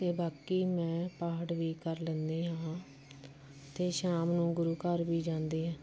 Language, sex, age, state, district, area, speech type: Punjabi, female, 18-30, Punjab, Fatehgarh Sahib, rural, spontaneous